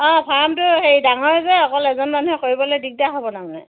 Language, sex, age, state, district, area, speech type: Assamese, female, 45-60, Assam, Dibrugarh, rural, conversation